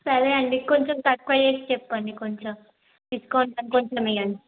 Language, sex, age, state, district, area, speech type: Telugu, female, 18-30, Telangana, Yadadri Bhuvanagiri, urban, conversation